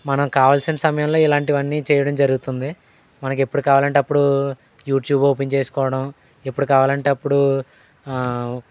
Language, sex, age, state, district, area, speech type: Telugu, male, 18-30, Andhra Pradesh, Eluru, rural, spontaneous